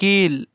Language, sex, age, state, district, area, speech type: Tamil, male, 45-60, Tamil Nadu, Ariyalur, rural, read